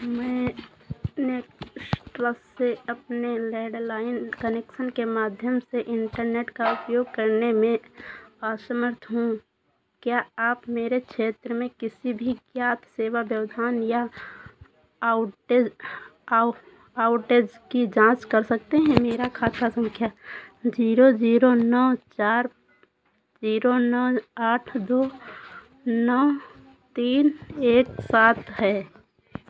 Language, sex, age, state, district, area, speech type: Hindi, female, 30-45, Uttar Pradesh, Sitapur, rural, read